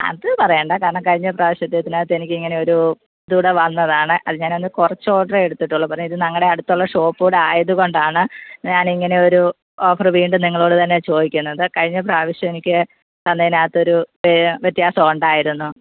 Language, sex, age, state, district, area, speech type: Malayalam, female, 30-45, Kerala, Pathanamthitta, rural, conversation